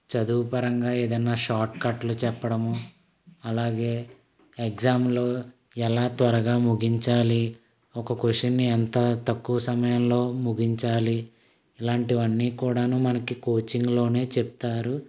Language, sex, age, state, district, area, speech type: Telugu, male, 18-30, Andhra Pradesh, Konaseema, rural, spontaneous